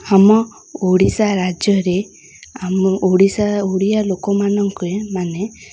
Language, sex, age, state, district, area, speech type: Odia, female, 18-30, Odisha, Ganjam, urban, spontaneous